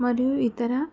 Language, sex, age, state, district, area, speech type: Telugu, female, 45-60, Telangana, Mancherial, rural, spontaneous